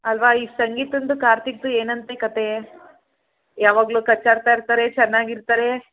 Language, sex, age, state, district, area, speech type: Kannada, female, 18-30, Karnataka, Mandya, urban, conversation